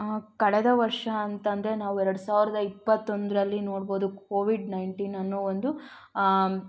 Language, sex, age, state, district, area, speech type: Kannada, female, 18-30, Karnataka, Tumkur, rural, spontaneous